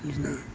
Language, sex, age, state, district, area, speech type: Manipuri, male, 60+, Manipur, Kakching, rural, spontaneous